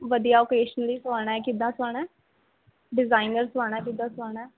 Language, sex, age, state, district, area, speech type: Punjabi, female, 18-30, Punjab, Mohali, urban, conversation